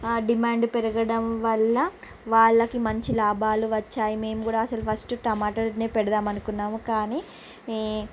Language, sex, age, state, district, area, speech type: Telugu, female, 45-60, Andhra Pradesh, Srikakulam, urban, spontaneous